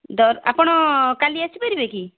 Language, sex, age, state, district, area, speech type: Odia, female, 30-45, Odisha, Malkangiri, urban, conversation